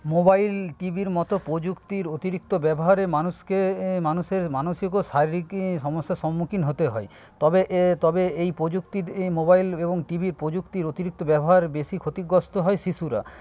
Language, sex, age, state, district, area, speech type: Bengali, male, 30-45, West Bengal, Paschim Medinipur, rural, spontaneous